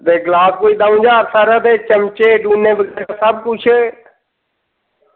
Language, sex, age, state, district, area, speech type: Dogri, male, 30-45, Jammu and Kashmir, Reasi, rural, conversation